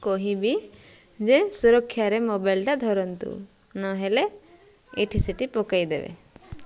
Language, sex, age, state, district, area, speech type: Odia, female, 30-45, Odisha, Koraput, urban, spontaneous